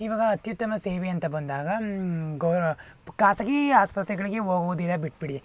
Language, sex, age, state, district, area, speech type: Kannada, male, 60+, Karnataka, Tumkur, rural, spontaneous